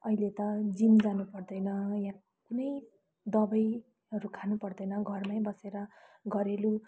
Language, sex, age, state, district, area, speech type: Nepali, female, 18-30, West Bengal, Kalimpong, rural, spontaneous